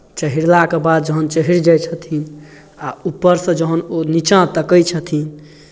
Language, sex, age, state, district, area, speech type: Maithili, male, 18-30, Bihar, Darbhanga, rural, spontaneous